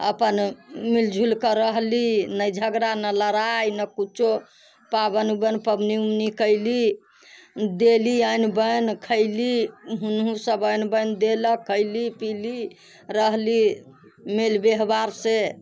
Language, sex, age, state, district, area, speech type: Maithili, female, 60+, Bihar, Muzaffarpur, rural, spontaneous